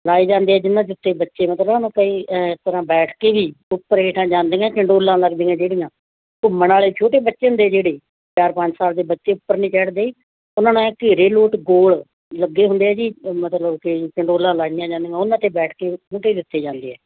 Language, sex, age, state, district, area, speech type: Punjabi, female, 45-60, Punjab, Muktsar, urban, conversation